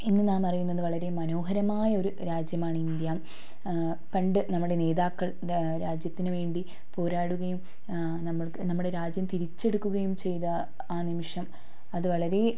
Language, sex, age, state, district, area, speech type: Malayalam, female, 18-30, Kerala, Wayanad, rural, spontaneous